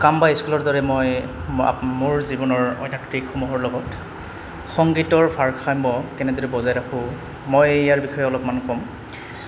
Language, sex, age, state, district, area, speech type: Assamese, male, 18-30, Assam, Goalpara, rural, spontaneous